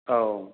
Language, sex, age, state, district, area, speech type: Bodo, male, 45-60, Assam, Chirang, rural, conversation